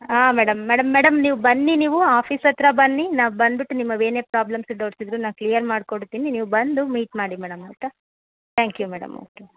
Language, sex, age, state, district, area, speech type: Kannada, female, 30-45, Karnataka, Chitradurga, rural, conversation